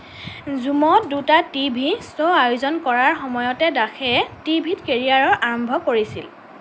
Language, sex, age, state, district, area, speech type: Assamese, female, 18-30, Assam, Lakhimpur, urban, read